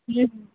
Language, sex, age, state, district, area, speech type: Maithili, female, 30-45, Bihar, Sitamarhi, urban, conversation